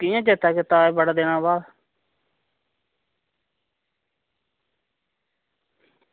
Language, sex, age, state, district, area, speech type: Dogri, male, 30-45, Jammu and Kashmir, Reasi, rural, conversation